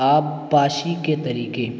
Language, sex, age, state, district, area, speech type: Urdu, male, 18-30, Uttar Pradesh, Siddharthnagar, rural, spontaneous